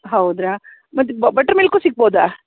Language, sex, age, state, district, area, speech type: Kannada, female, 45-60, Karnataka, Dharwad, rural, conversation